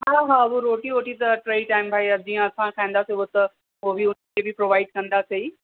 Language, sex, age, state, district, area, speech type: Sindhi, female, 30-45, Uttar Pradesh, Lucknow, urban, conversation